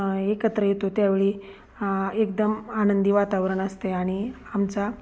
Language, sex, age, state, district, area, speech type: Marathi, female, 30-45, Maharashtra, Osmanabad, rural, spontaneous